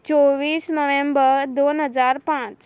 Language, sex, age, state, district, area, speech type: Goan Konkani, female, 18-30, Goa, Quepem, rural, spontaneous